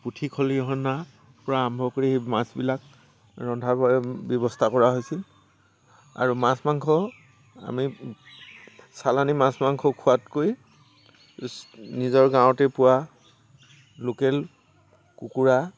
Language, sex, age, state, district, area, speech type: Assamese, male, 60+, Assam, Tinsukia, rural, spontaneous